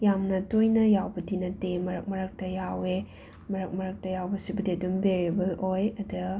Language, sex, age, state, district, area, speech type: Manipuri, female, 30-45, Manipur, Imphal West, urban, spontaneous